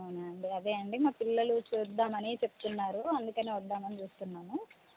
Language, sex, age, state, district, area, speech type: Telugu, female, 30-45, Telangana, Hanamkonda, urban, conversation